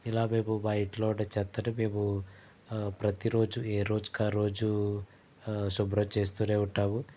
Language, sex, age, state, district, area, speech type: Telugu, male, 30-45, Andhra Pradesh, Konaseema, rural, spontaneous